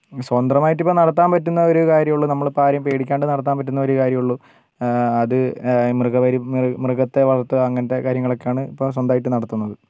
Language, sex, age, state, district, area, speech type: Malayalam, male, 45-60, Kerala, Wayanad, rural, spontaneous